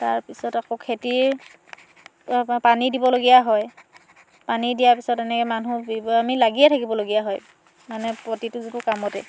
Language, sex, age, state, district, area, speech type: Assamese, female, 30-45, Assam, Dhemaji, rural, spontaneous